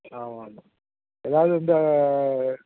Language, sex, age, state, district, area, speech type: Tamil, male, 45-60, Tamil Nadu, Krishnagiri, rural, conversation